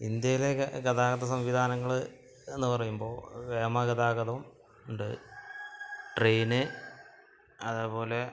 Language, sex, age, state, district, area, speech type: Malayalam, male, 30-45, Kerala, Malappuram, rural, spontaneous